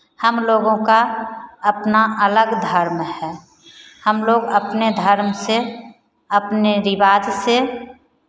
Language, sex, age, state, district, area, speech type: Hindi, female, 45-60, Bihar, Begusarai, rural, spontaneous